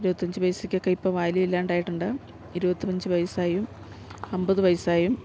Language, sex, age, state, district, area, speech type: Malayalam, female, 45-60, Kerala, Idukki, rural, spontaneous